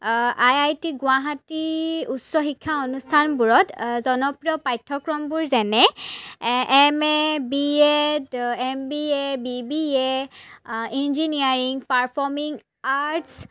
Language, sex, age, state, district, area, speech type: Assamese, female, 18-30, Assam, Charaideo, urban, spontaneous